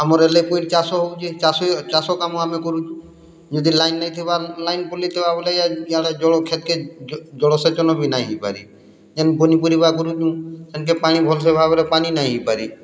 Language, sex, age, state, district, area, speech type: Odia, male, 60+, Odisha, Boudh, rural, spontaneous